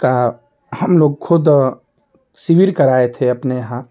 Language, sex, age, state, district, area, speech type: Hindi, male, 45-60, Uttar Pradesh, Ghazipur, rural, spontaneous